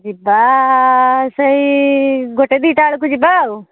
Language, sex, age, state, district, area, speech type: Odia, female, 30-45, Odisha, Nayagarh, rural, conversation